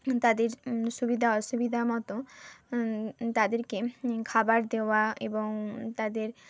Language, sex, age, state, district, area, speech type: Bengali, female, 18-30, West Bengal, Bankura, rural, spontaneous